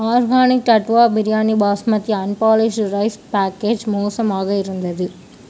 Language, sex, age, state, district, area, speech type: Tamil, female, 18-30, Tamil Nadu, Mayiladuthurai, rural, read